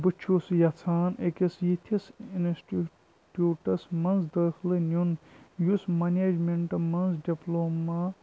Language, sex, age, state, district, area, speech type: Kashmiri, male, 18-30, Jammu and Kashmir, Bandipora, rural, read